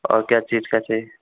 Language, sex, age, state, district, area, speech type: Hindi, male, 18-30, Bihar, Vaishali, rural, conversation